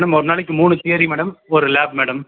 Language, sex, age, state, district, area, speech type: Tamil, male, 30-45, Tamil Nadu, Dharmapuri, rural, conversation